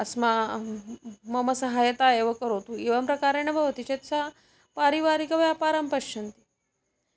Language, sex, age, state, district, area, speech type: Sanskrit, female, 30-45, Maharashtra, Nagpur, urban, spontaneous